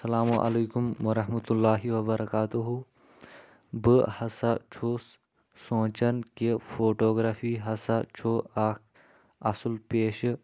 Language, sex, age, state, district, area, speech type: Kashmiri, male, 18-30, Jammu and Kashmir, Kulgam, rural, spontaneous